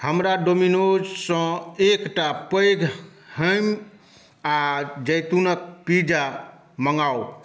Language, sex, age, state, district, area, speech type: Maithili, male, 60+, Bihar, Saharsa, urban, read